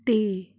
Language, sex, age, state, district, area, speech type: Punjabi, female, 18-30, Punjab, Shaheed Bhagat Singh Nagar, rural, read